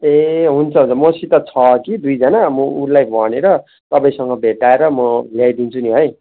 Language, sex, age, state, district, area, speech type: Nepali, male, 30-45, West Bengal, Kalimpong, rural, conversation